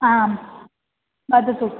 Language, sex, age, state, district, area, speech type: Sanskrit, female, 18-30, Kerala, Malappuram, urban, conversation